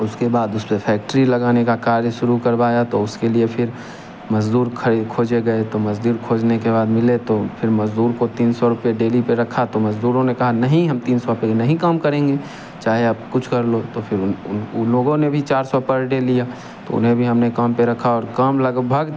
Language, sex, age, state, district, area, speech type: Hindi, male, 18-30, Bihar, Begusarai, rural, spontaneous